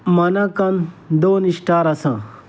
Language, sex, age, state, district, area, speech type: Goan Konkani, male, 45-60, Goa, Salcete, rural, read